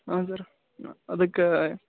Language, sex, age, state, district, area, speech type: Kannada, male, 30-45, Karnataka, Gadag, rural, conversation